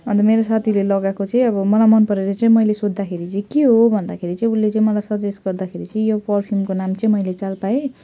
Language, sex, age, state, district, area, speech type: Nepali, female, 30-45, West Bengal, Jalpaiguri, urban, spontaneous